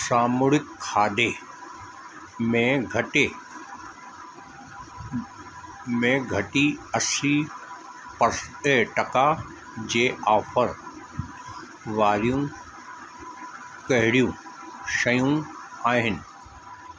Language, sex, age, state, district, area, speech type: Sindhi, male, 45-60, Madhya Pradesh, Katni, urban, read